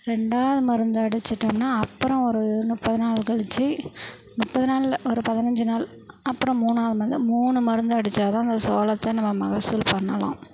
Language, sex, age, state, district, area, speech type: Tamil, female, 45-60, Tamil Nadu, Perambalur, urban, spontaneous